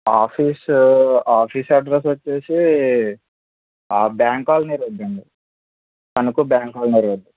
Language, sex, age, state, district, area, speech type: Telugu, male, 18-30, Andhra Pradesh, Eluru, rural, conversation